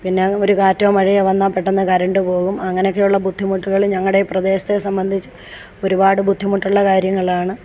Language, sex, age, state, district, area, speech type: Malayalam, female, 60+, Kerala, Kollam, rural, spontaneous